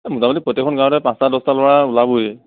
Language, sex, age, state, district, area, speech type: Assamese, male, 30-45, Assam, Lakhimpur, rural, conversation